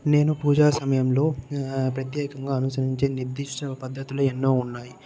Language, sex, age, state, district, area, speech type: Telugu, male, 45-60, Andhra Pradesh, Chittoor, rural, spontaneous